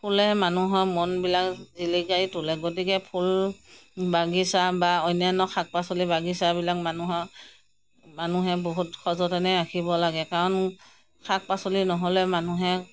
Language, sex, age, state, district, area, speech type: Assamese, female, 60+, Assam, Morigaon, rural, spontaneous